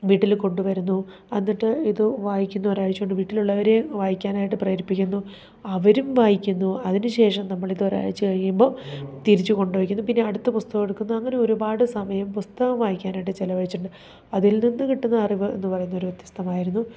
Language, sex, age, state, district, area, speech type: Malayalam, female, 30-45, Kerala, Idukki, rural, spontaneous